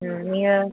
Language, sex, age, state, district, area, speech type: Tamil, female, 30-45, Tamil Nadu, Pudukkottai, urban, conversation